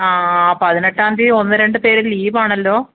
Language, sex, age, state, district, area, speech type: Malayalam, female, 45-60, Kerala, Kottayam, urban, conversation